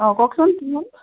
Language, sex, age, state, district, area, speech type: Assamese, female, 30-45, Assam, Charaideo, rural, conversation